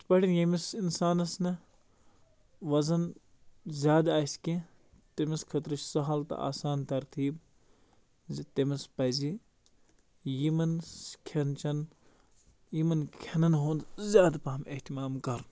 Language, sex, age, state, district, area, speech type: Kashmiri, male, 45-60, Jammu and Kashmir, Baramulla, rural, spontaneous